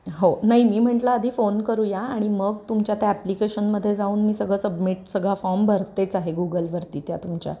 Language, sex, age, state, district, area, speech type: Marathi, female, 30-45, Maharashtra, Sangli, urban, spontaneous